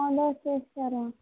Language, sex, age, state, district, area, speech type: Telugu, female, 18-30, Telangana, Komaram Bheem, urban, conversation